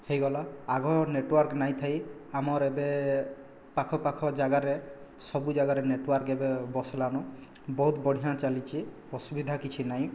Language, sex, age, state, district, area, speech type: Odia, male, 18-30, Odisha, Boudh, rural, spontaneous